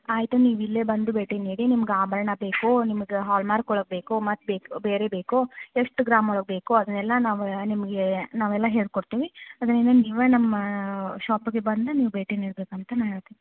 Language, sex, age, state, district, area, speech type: Kannada, female, 30-45, Karnataka, Gadag, rural, conversation